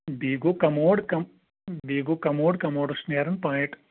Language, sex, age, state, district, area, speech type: Kashmiri, male, 45-60, Jammu and Kashmir, Anantnag, rural, conversation